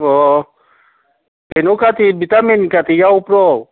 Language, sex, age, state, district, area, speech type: Manipuri, male, 60+, Manipur, Kangpokpi, urban, conversation